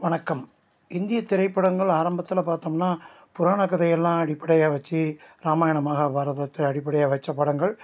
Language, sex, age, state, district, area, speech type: Tamil, male, 60+, Tamil Nadu, Salem, urban, spontaneous